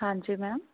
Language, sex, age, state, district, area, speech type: Punjabi, female, 18-30, Punjab, Firozpur, rural, conversation